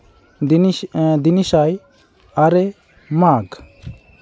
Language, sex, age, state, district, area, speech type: Santali, male, 18-30, West Bengal, Malda, rural, spontaneous